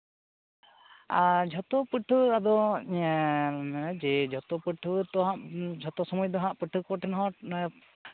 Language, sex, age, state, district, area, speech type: Santali, male, 18-30, West Bengal, Jhargram, rural, conversation